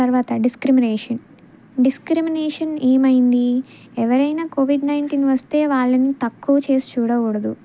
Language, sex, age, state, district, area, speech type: Telugu, female, 18-30, Andhra Pradesh, Bapatla, rural, spontaneous